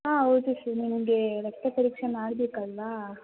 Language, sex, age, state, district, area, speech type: Kannada, female, 18-30, Karnataka, Kolar, rural, conversation